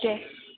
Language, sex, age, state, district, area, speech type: Bodo, female, 18-30, Assam, Chirang, urban, conversation